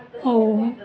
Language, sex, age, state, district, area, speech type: Kannada, female, 45-60, Karnataka, Vijayanagara, rural, spontaneous